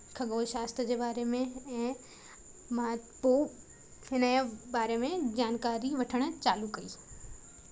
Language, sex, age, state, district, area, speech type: Sindhi, female, 18-30, Madhya Pradesh, Katni, rural, spontaneous